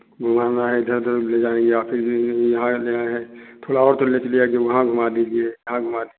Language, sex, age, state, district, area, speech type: Hindi, male, 45-60, Uttar Pradesh, Hardoi, rural, conversation